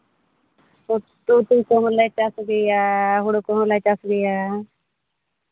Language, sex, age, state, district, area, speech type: Santali, female, 30-45, Jharkhand, Seraikela Kharsawan, rural, conversation